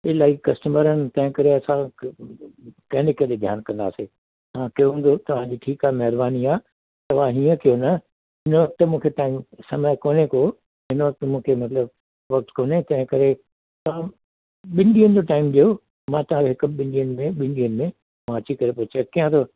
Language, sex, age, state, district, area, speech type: Sindhi, male, 60+, Delhi, South Delhi, rural, conversation